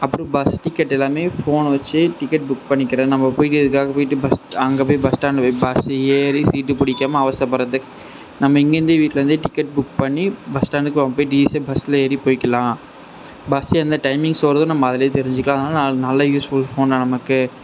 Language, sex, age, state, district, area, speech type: Tamil, male, 45-60, Tamil Nadu, Sivaganga, urban, spontaneous